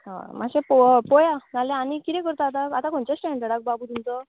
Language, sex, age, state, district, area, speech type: Goan Konkani, female, 18-30, Goa, Ponda, rural, conversation